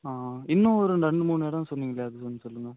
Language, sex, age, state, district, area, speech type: Tamil, male, 30-45, Tamil Nadu, Ariyalur, rural, conversation